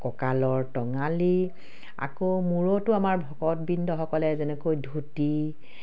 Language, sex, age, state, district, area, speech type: Assamese, female, 45-60, Assam, Dibrugarh, rural, spontaneous